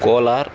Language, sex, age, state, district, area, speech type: Kannada, male, 18-30, Karnataka, Tumkur, rural, spontaneous